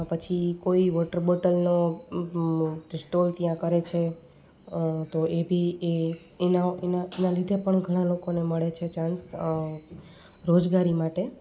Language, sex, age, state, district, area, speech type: Gujarati, female, 30-45, Gujarat, Rajkot, urban, spontaneous